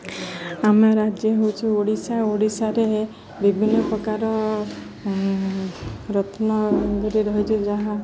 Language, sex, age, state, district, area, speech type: Odia, female, 30-45, Odisha, Jagatsinghpur, rural, spontaneous